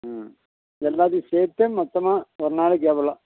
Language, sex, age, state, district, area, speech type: Tamil, male, 45-60, Tamil Nadu, Nilgiris, rural, conversation